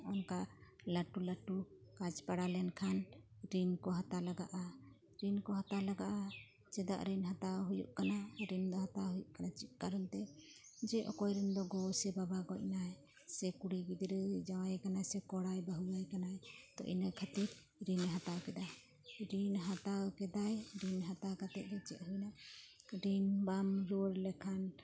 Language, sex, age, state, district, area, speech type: Santali, female, 45-60, West Bengal, Purulia, rural, spontaneous